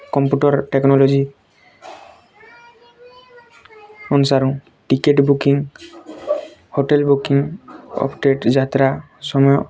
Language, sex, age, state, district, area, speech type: Odia, male, 18-30, Odisha, Bargarh, rural, spontaneous